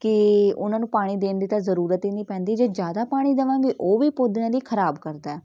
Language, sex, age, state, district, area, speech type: Punjabi, female, 30-45, Punjab, Patiala, rural, spontaneous